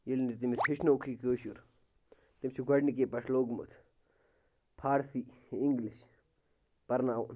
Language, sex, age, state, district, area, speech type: Kashmiri, male, 30-45, Jammu and Kashmir, Bandipora, rural, spontaneous